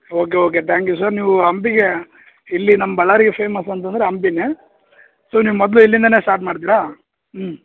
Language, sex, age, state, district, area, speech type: Kannada, male, 18-30, Karnataka, Bellary, rural, conversation